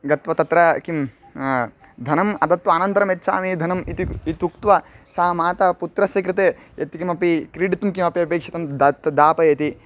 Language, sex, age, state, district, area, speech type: Sanskrit, male, 18-30, Karnataka, Chitradurga, rural, spontaneous